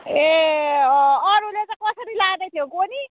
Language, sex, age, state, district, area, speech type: Nepali, female, 30-45, West Bengal, Kalimpong, rural, conversation